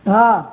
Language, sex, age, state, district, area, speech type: Gujarati, female, 60+, Gujarat, Kheda, rural, conversation